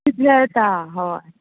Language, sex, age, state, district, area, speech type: Goan Konkani, female, 30-45, Goa, Quepem, rural, conversation